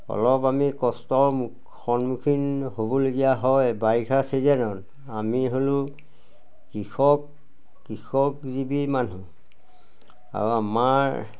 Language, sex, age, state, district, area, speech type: Assamese, male, 60+, Assam, Majuli, urban, spontaneous